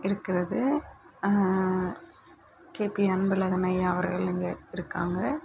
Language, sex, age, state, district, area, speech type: Tamil, male, 18-30, Tamil Nadu, Dharmapuri, rural, spontaneous